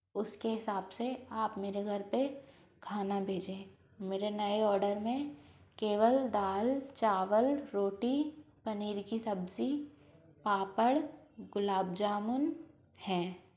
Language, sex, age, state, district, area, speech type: Hindi, female, 45-60, Madhya Pradesh, Bhopal, urban, spontaneous